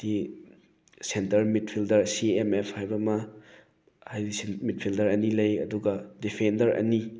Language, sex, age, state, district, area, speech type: Manipuri, male, 18-30, Manipur, Thoubal, rural, spontaneous